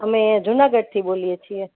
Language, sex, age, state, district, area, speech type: Gujarati, female, 45-60, Gujarat, Junagadh, rural, conversation